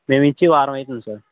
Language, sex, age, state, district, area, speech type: Telugu, male, 18-30, Telangana, Bhadradri Kothagudem, urban, conversation